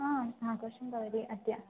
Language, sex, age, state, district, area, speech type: Sanskrit, female, 18-30, Kerala, Thrissur, urban, conversation